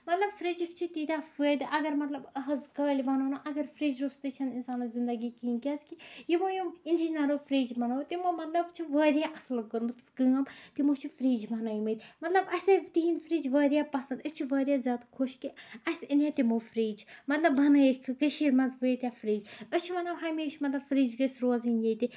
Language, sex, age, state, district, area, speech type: Kashmiri, female, 30-45, Jammu and Kashmir, Ganderbal, rural, spontaneous